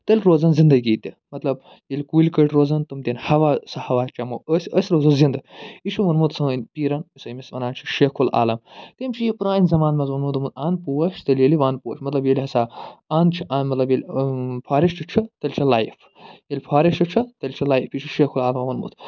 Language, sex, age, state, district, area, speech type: Kashmiri, male, 45-60, Jammu and Kashmir, Budgam, urban, spontaneous